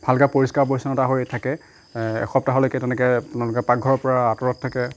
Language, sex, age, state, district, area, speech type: Assamese, male, 45-60, Assam, Darrang, rural, spontaneous